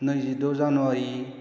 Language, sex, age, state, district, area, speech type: Bodo, male, 60+, Assam, Chirang, urban, spontaneous